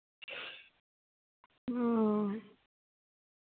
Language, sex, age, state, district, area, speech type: Santali, female, 30-45, West Bengal, Birbhum, rural, conversation